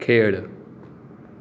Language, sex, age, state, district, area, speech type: Goan Konkani, male, 18-30, Goa, Tiswadi, rural, read